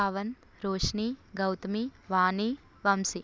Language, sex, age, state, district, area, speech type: Telugu, female, 18-30, Andhra Pradesh, Eluru, rural, spontaneous